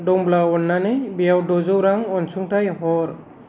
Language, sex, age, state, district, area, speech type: Bodo, male, 45-60, Assam, Kokrajhar, rural, read